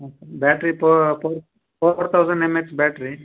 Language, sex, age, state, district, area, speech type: Kannada, male, 30-45, Karnataka, Gadag, rural, conversation